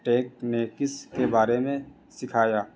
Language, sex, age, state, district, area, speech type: Urdu, male, 18-30, Delhi, North East Delhi, urban, spontaneous